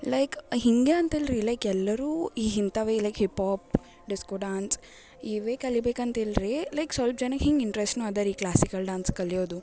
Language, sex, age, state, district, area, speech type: Kannada, female, 18-30, Karnataka, Gulbarga, urban, spontaneous